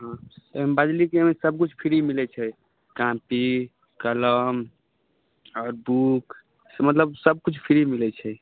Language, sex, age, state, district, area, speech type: Maithili, male, 18-30, Bihar, Samastipur, rural, conversation